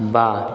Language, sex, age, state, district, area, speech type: Bengali, male, 18-30, West Bengal, Purba Bardhaman, urban, read